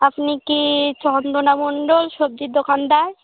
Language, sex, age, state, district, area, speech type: Bengali, female, 18-30, West Bengal, North 24 Parganas, rural, conversation